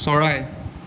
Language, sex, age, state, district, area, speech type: Assamese, male, 18-30, Assam, Sonitpur, rural, read